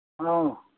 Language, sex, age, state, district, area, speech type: Manipuri, male, 60+, Manipur, Kakching, rural, conversation